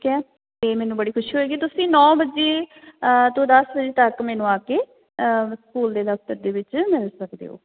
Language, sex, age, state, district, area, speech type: Punjabi, female, 45-60, Punjab, Jalandhar, urban, conversation